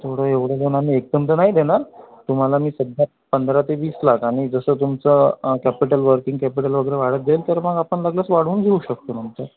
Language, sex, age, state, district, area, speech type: Marathi, male, 30-45, Maharashtra, Amravati, rural, conversation